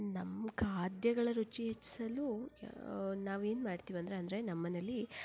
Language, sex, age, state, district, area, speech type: Kannada, female, 30-45, Karnataka, Shimoga, rural, spontaneous